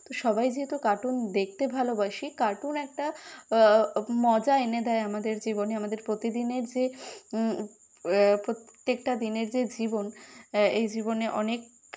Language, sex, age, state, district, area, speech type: Bengali, female, 18-30, West Bengal, Kolkata, urban, spontaneous